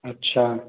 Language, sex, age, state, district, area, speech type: Hindi, male, 45-60, Bihar, Samastipur, rural, conversation